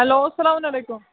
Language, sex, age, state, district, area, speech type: Kashmiri, female, 18-30, Jammu and Kashmir, Baramulla, rural, conversation